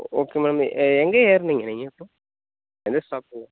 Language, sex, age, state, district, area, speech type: Tamil, male, 30-45, Tamil Nadu, Cuddalore, rural, conversation